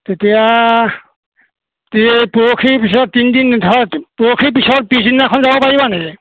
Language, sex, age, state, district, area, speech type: Assamese, male, 60+, Assam, Golaghat, rural, conversation